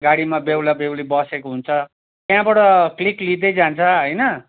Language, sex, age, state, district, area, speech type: Nepali, male, 60+, West Bengal, Kalimpong, rural, conversation